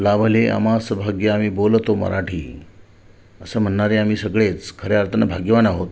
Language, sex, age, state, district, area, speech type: Marathi, male, 45-60, Maharashtra, Sindhudurg, rural, spontaneous